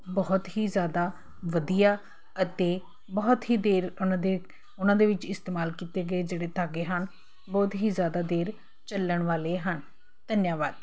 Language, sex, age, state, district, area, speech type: Punjabi, female, 45-60, Punjab, Kapurthala, urban, spontaneous